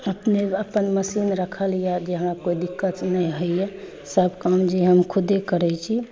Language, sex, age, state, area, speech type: Maithili, female, 30-45, Jharkhand, urban, spontaneous